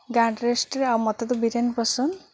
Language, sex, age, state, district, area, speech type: Odia, female, 18-30, Odisha, Sundergarh, urban, spontaneous